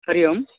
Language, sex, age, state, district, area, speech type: Sanskrit, male, 18-30, West Bengal, Dakshin Dinajpur, rural, conversation